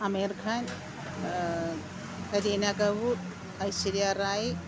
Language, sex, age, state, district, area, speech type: Malayalam, female, 45-60, Kerala, Pathanamthitta, rural, spontaneous